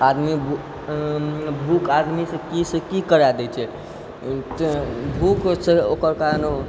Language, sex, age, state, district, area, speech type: Maithili, female, 30-45, Bihar, Purnia, urban, spontaneous